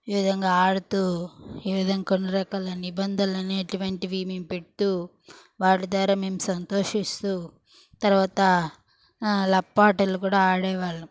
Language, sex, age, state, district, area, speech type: Telugu, female, 18-30, Andhra Pradesh, Chittoor, rural, spontaneous